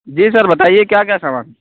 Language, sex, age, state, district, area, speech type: Urdu, male, 18-30, Uttar Pradesh, Saharanpur, urban, conversation